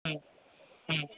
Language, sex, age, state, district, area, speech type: Hindi, male, 45-60, Rajasthan, Jodhpur, urban, conversation